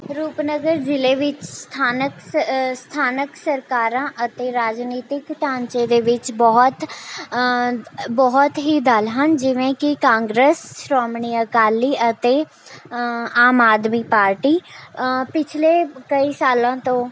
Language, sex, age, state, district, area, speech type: Punjabi, female, 18-30, Punjab, Rupnagar, urban, spontaneous